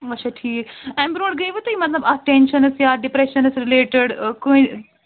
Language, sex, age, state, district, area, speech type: Kashmiri, female, 30-45, Jammu and Kashmir, Srinagar, urban, conversation